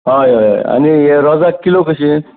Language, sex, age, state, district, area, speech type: Goan Konkani, male, 60+, Goa, Tiswadi, rural, conversation